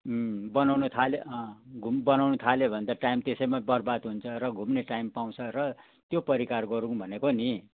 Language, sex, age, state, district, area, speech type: Nepali, male, 60+, West Bengal, Jalpaiguri, urban, conversation